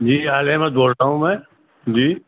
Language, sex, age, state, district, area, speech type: Urdu, male, 60+, Uttar Pradesh, Rampur, urban, conversation